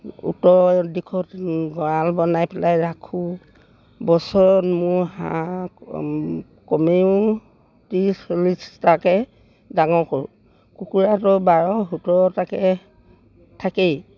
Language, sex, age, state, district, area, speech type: Assamese, female, 60+, Assam, Dibrugarh, rural, spontaneous